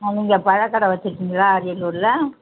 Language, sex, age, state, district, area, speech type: Tamil, female, 60+, Tamil Nadu, Ariyalur, rural, conversation